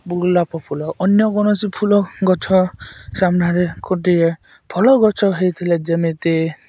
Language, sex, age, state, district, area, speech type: Odia, male, 18-30, Odisha, Malkangiri, urban, spontaneous